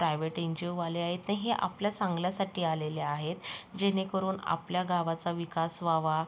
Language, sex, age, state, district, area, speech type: Marathi, female, 30-45, Maharashtra, Yavatmal, rural, spontaneous